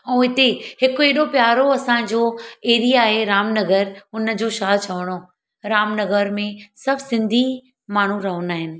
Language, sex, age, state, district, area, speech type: Sindhi, female, 30-45, Gujarat, Surat, urban, spontaneous